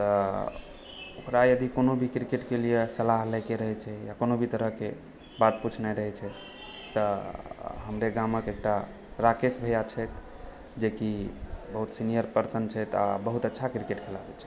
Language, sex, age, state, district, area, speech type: Maithili, male, 18-30, Bihar, Supaul, urban, spontaneous